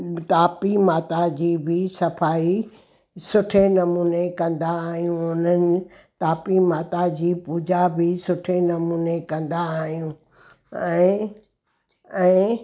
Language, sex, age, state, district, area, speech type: Sindhi, female, 60+, Gujarat, Surat, urban, spontaneous